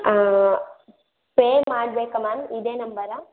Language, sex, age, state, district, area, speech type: Kannada, female, 18-30, Karnataka, Hassan, urban, conversation